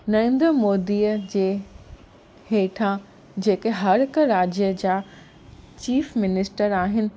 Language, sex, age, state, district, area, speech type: Sindhi, female, 30-45, Gujarat, Surat, urban, spontaneous